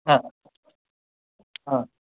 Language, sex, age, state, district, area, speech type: Sanskrit, male, 18-30, Karnataka, Uttara Kannada, rural, conversation